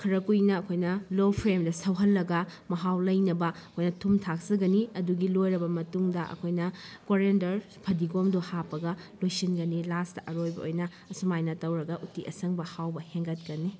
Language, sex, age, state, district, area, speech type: Manipuri, female, 30-45, Manipur, Kakching, rural, spontaneous